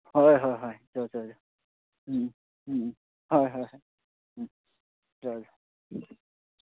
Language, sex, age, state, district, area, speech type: Manipuri, male, 18-30, Manipur, Chandel, rural, conversation